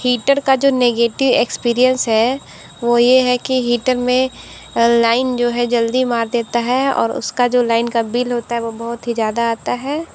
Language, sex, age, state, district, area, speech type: Hindi, female, 18-30, Uttar Pradesh, Sonbhadra, rural, spontaneous